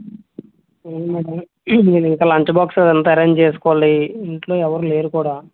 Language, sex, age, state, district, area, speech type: Telugu, male, 30-45, Andhra Pradesh, Vizianagaram, rural, conversation